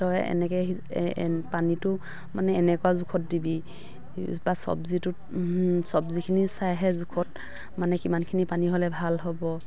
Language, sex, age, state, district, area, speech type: Assamese, female, 45-60, Assam, Dhemaji, urban, spontaneous